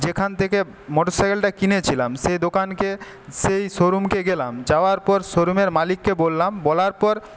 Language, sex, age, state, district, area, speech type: Bengali, male, 18-30, West Bengal, Paschim Medinipur, rural, spontaneous